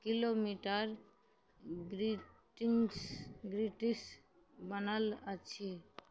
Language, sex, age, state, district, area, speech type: Maithili, female, 30-45, Bihar, Madhubani, rural, read